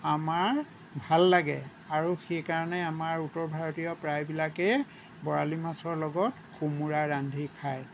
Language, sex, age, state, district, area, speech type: Assamese, male, 60+, Assam, Lakhimpur, rural, spontaneous